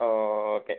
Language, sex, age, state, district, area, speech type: Malayalam, male, 18-30, Kerala, Kollam, rural, conversation